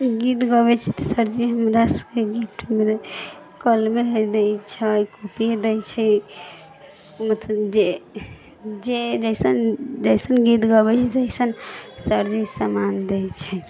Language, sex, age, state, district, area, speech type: Maithili, female, 18-30, Bihar, Sitamarhi, rural, spontaneous